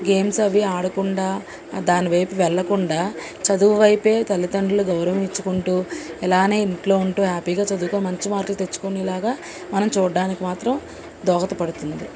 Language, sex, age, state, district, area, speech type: Telugu, female, 45-60, Telangana, Mancherial, urban, spontaneous